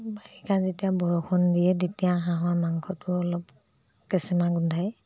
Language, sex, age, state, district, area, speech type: Assamese, female, 60+, Assam, Dibrugarh, rural, spontaneous